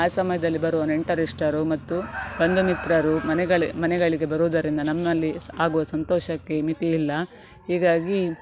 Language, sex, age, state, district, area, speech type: Kannada, female, 30-45, Karnataka, Dakshina Kannada, rural, spontaneous